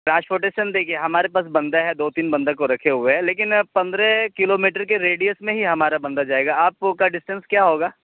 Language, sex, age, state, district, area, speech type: Urdu, male, 30-45, Bihar, Khagaria, rural, conversation